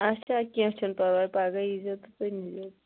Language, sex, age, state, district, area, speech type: Kashmiri, female, 30-45, Jammu and Kashmir, Kulgam, rural, conversation